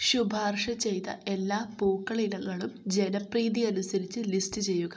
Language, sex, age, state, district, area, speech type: Malayalam, female, 18-30, Kerala, Wayanad, rural, read